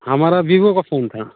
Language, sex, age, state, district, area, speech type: Hindi, male, 30-45, Bihar, Muzaffarpur, urban, conversation